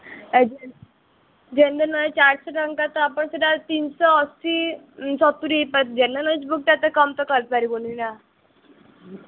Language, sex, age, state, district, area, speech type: Odia, female, 18-30, Odisha, Sundergarh, urban, conversation